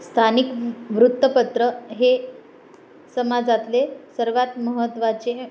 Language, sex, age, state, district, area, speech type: Marathi, female, 45-60, Maharashtra, Nanded, rural, spontaneous